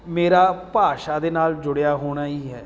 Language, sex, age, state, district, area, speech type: Punjabi, male, 30-45, Punjab, Bathinda, rural, spontaneous